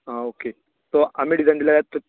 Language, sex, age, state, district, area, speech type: Goan Konkani, male, 18-30, Goa, Tiswadi, rural, conversation